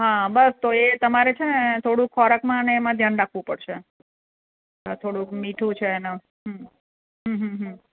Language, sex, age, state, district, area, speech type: Gujarati, female, 45-60, Gujarat, Surat, urban, conversation